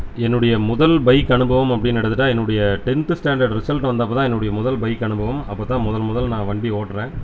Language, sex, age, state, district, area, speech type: Tamil, male, 30-45, Tamil Nadu, Erode, rural, spontaneous